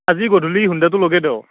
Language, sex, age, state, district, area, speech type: Assamese, male, 18-30, Assam, Darrang, rural, conversation